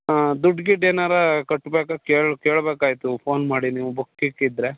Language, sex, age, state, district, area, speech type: Kannada, male, 30-45, Karnataka, Mandya, rural, conversation